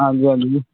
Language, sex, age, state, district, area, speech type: Dogri, male, 18-30, Jammu and Kashmir, Kathua, rural, conversation